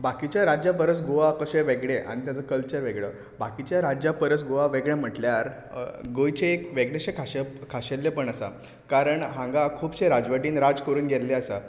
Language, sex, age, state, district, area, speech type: Goan Konkani, male, 18-30, Goa, Tiswadi, rural, spontaneous